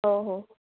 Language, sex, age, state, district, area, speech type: Marathi, female, 30-45, Maharashtra, Akola, urban, conversation